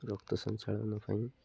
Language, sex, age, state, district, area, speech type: Odia, male, 30-45, Odisha, Nabarangpur, urban, spontaneous